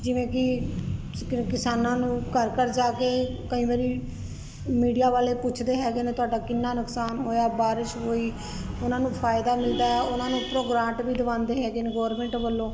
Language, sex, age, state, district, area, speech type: Punjabi, female, 60+, Punjab, Ludhiana, urban, spontaneous